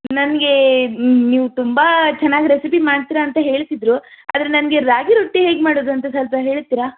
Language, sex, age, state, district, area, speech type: Kannada, female, 18-30, Karnataka, Shimoga, rural, conversation